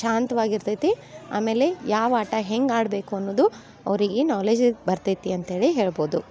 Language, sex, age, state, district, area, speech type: Kannada, female, 30-45, Karnataka, Dharwad, urban, spontaneous